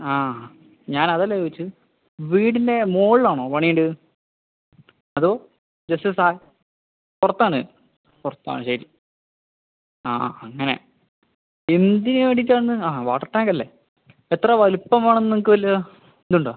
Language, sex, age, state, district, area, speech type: Malayalam, male, 18-30, Kerala, Palakkad, rural, conversation